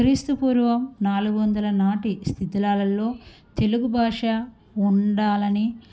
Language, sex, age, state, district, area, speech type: Telugu, female, 45-60, Andhra Pradesh, Kurnool, rural, spontaneous